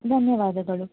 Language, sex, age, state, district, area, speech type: Kannada, female, 18-30, Karnataka, Shimoga, rural, conversation